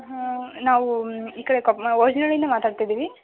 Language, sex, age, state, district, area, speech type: Kannada, female, 18-30, Karnataka, Koppal, rural, conversation